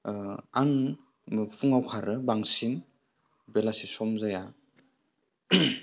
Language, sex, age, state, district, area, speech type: Bodo, male, 18-30, Assam, Udalguri, rural, spontaneous